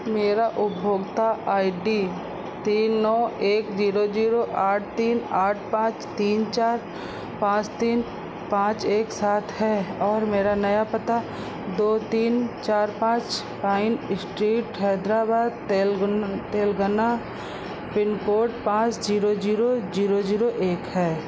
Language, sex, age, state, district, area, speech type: Hindi, female, 45-60, Uttar Pradesh, Sitapur, rural, read